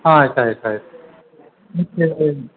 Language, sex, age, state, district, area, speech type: Kannada, male, 60+, Karnataka, Udupi, rural, conversation